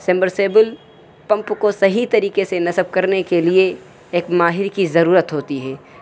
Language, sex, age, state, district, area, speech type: Urdu, male, 18-30, Uttar Pradesh, Saharanpur, urban, spontaneous